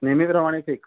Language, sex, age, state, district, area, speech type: Marathi, male, 30-45, Maharashtra, Mumbai Suburban, urban, conversation